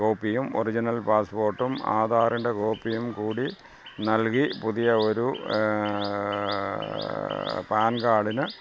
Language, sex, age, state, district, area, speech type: Malayalam, male, 60+, Kerala, Pathanamthitta, rural, spontaneous